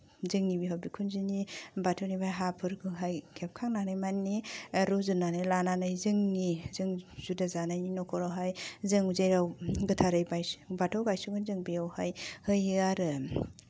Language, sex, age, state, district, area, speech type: Bodo, female, 30-45, Assam, Kokrajhar, rural, spontaneous